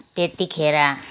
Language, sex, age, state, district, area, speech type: Nepali, female, 60+, West Bengal, Kalimpong, rural, spontaneous